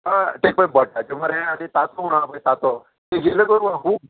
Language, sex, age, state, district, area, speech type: Goan Konkani, male, 30-45, Goa, Murmgao, rural, conversation